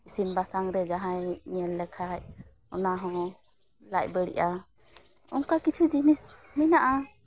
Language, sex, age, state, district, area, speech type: Santali, female, 18-30, West Bengal, Malda, rural, spontaneous